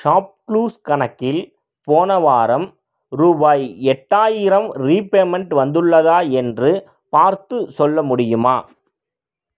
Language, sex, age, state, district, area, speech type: Tamil, male, 30-45, Tamil Nadu, Krishnagiri, rural, read